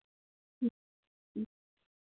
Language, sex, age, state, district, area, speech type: Hindi, female, 30-45, Madhya Pradesh, Harda, urban, conversation